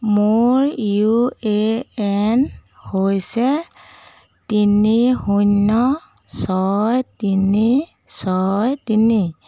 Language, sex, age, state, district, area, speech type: Assamese, female, 30-45, Assam, Jorhat, urban, read